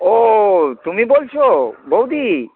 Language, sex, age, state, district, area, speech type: Bengali, male, 45-60, West Bengal, Hooghly, urban, conversation